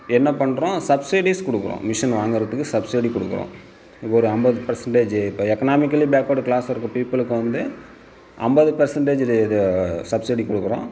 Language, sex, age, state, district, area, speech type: Tamil, male, 60+, Tamil Nadu, Sivaganga, urban, spontaneous